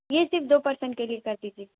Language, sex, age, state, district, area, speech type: Urdu, female, 18-30, Uttar Pradesh, Mau, urban, conversation